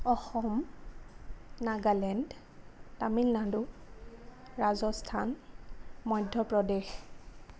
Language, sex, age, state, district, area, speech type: Assamese, female, 30-45, Assam, Lakhimpur, rural, spontaneous